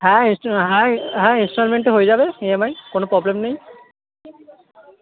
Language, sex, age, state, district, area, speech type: Bengali, male, 18-30, West Bengal, South 24 Parganas, urban, conversation